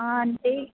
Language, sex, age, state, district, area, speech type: Telugu, female, 18-30, Telangana, Mahabubabad, rural, conversation